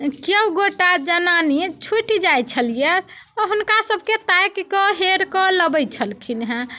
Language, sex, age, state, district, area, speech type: Maithili, female, 45-60, Bihar, Muzaffarpur, urban, spontaneous